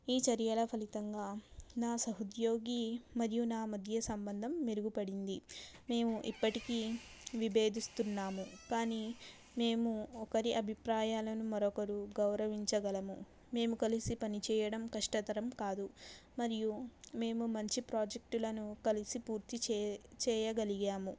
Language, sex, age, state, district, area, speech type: Telugu, female, 45-60, Andhra Pradesh, East Godavari, rural, spontaneous